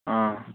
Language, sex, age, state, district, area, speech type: Manipuri, male, 18-30, Manipur, Chandel, rural, conversation